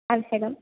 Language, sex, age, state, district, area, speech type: Sanskrit, female, 18-30, Kerala, Kannur, rural, conversation